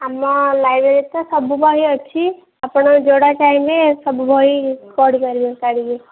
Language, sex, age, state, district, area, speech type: Odia, female, 18-30, Odisha, Koraput, urban, conversation